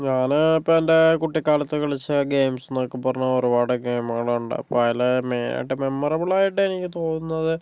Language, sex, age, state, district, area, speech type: Malayalam, male, 18-30, Kerala, Kozhikode, urban, spontaneous